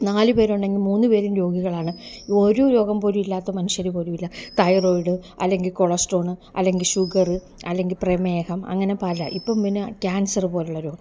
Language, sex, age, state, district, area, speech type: Malayalam, female, 45-60, Kerala, Alappuzha, rural, spontaneous